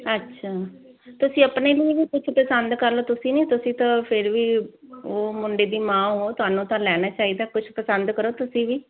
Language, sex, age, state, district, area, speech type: Punjabi, female, 30-45, Punjab, Firozpur, urban, conversation